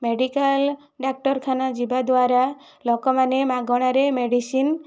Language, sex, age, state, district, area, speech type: Odia, female, 45-60, Odisha, Kandhamal, rural, spontaneous